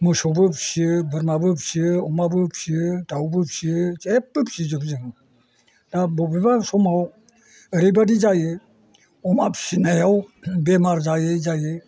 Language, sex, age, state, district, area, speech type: Bodo, male, 60+, Assam, Chirang, rural, spontaneous